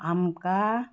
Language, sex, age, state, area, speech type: Goan Konkani, female, 45-60, Goa, rural, spontaneous